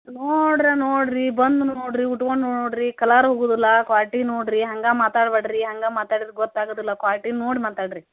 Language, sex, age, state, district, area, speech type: Kannada, female, 45-60, Karnataka, Gadag, rural, conversation